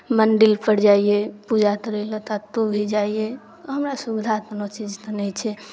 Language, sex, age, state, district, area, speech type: Maithili, female, 18-30, Bihar, Darbhanga, rural, spontaneous